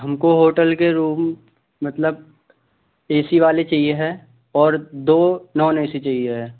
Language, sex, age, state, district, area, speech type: Hindi, male, 18-30, Madhya Pradesh, Bhopal, urban, conversation